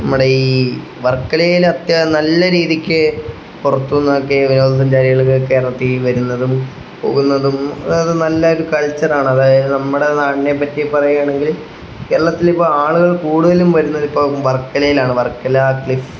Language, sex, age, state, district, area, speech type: Malayalam, male, 30-45, Kerala, Wayanad, rural, spontaneous